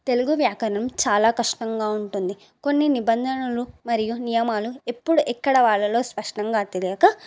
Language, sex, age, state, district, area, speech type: Telugu, female, 18-30, Telangana, Nagarkurnool, urban, spontaneous